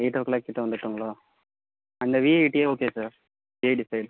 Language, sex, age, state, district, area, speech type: Tamil, male, 18-30, Tamil Nadu, Vellore, rural, conversation